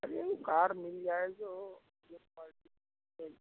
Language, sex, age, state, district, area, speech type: Hindi, male, 60+, Uttar Pradesh, Sitapur, rural, conversation